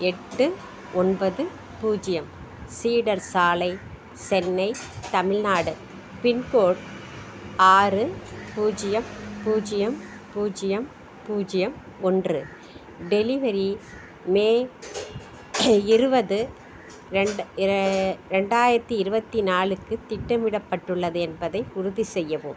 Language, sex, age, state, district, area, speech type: Tamil, female, 60+, Tamil Nadu, Madurai, rural, read